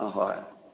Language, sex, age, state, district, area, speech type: Manipuri, male, 60+, Manipur, Thoubal, rural, conversation